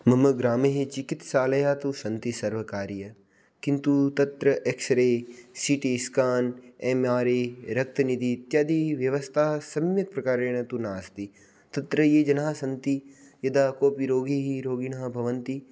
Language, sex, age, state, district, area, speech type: Sanskrit, male, 18-30, Rajasthan, Jodhpur, rural, spontaneous